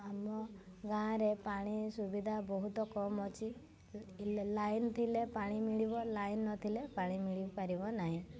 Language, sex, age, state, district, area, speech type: Odia, female, 18-30, Odisha, Mayurbhanj, rural, spontaneous